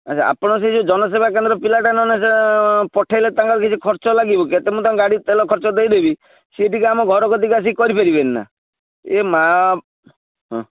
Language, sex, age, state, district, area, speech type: Odia, male, 30-45, Odisha, Bhadrak, rural, conversation